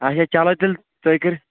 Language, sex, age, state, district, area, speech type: Kashmiri, male, 18-30, Jammu and Kashmir, Shopian, urban, conversation